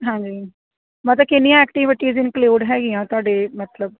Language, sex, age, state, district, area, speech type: Punjabi, female, 30-45, Punjab, Kapurthala, urban, conversation